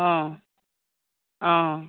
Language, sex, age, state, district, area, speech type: Assamese, female, 30-45, Assam, Lakhimpur, rural, conversation